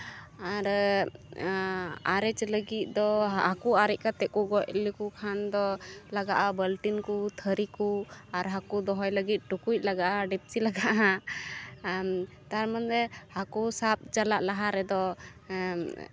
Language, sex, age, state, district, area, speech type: Santali, female, 18-30, West Bengal, Uttar Dinajpur, rural, spontaneous